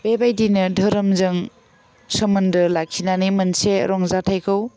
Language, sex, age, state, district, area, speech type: Bodo, female, 30-45, Assam, Udalguri, rural, spontaneous